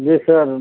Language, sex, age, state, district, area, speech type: Hindi, male, 45-60, Uttar Pradesh, Chandauli, urban, conversation